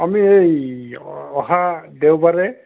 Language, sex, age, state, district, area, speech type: Assamese, male, 60+, Assam, Goalpara, urban, conversation